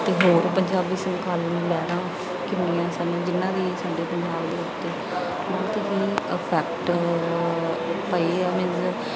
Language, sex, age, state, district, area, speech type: Punjabi, female, 30-45, Punjab, Bathinda, urban, spontaneous